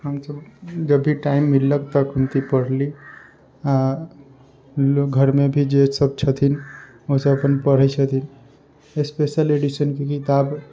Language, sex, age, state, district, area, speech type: Maithili, male, 45-60, Bihar, Sitamarhi, rural, spontaneous